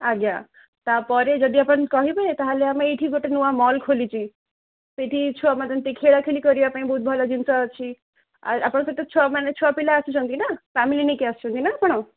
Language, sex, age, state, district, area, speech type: Odia, female, 30-45, Odisha, Sundergarh, urban, conversation